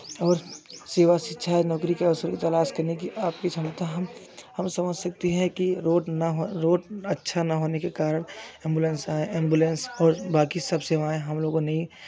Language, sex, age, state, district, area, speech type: Hindi, male, 30-45, Uttar Pradesh, Jaunpur, urban, spontaneous